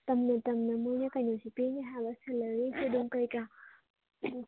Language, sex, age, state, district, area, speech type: Manipuri, female, 18-30, Manipur, Kangpokpi, urban, conversation